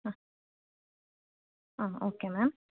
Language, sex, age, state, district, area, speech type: Kannada, female, 45-60, Karnataka, Chitradurga, rural, conversation